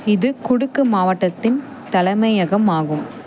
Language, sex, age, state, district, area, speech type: Tamil, female, 18-30, Tamil Nadu, Perambalur, urban, read